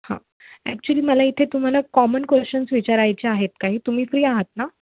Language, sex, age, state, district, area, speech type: Marathi, female, 18-30, Maharashtra, Mumbai City, urban, conversation